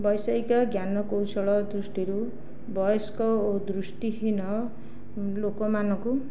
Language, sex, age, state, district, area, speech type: Odia, other, 60+, Odisha, Jajpur, rural, spontaneous